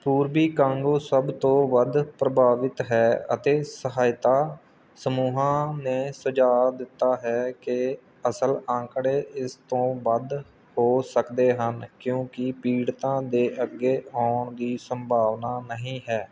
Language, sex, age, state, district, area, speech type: Punjabi, male, 30-45, Punjab, Kapurthala, rural, read